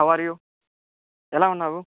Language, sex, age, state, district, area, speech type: Telugu, male, 60+, Andhra Pradesh, Chittoor, rural, conversation